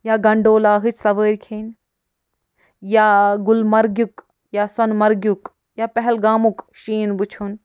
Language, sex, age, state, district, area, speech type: Kashmiri, female, 60+, Jammu and Kashmir, Ganderbal, rural, spontaneous